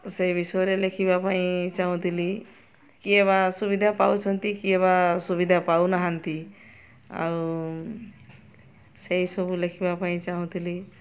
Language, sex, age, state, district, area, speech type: Odia, female, 60+, Odisha, Mayurbhanj, rural, spontaneous